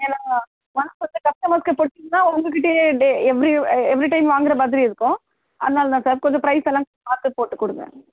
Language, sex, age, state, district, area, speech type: Tamil, female, 45-60, Tamil Nadu, Chennai, urban, conversation